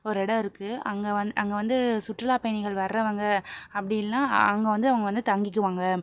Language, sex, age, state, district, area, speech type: Tamil, female, 18-30, Tamil Nadu, Pudukkottai, rural, spontaneous